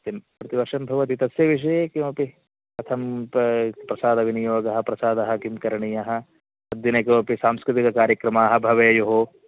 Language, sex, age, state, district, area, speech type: Sanskrit, male, 30-45, Karnataka, Chikkamagaluru, rural, conversation